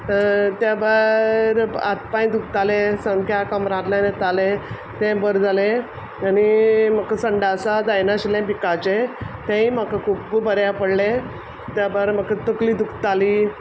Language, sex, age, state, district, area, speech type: Goan Konkani, female, 45-60, Goa, Quepem, rural, spontaneous